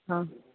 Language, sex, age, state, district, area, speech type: Malayalam, female, 30-45, Kerala, Thiruvananthapuram, urban, conversation